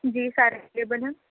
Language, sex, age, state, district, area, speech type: Urdu, female, 18-30, Delhi, East Delhi, urban, conversation